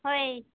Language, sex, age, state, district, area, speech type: Odia, female, 30-45, Odisha, Kalahandi, rural, conversation